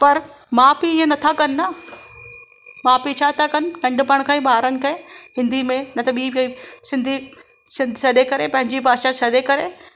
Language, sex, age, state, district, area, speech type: Sindhi, female, 45-60, Maharashtra, Mumbai Suburban, urban, spontaneous